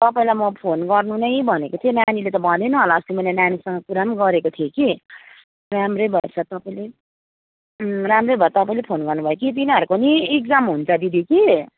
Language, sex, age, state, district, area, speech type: Nepali, female, 30-45, West Bengal, Kalimpong, rural, conversation